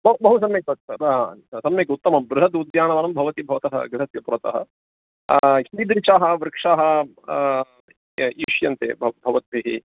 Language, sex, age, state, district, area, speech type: Sanskrit, male, 45-60, Karnataka, Bangalore Urban, urban, conversation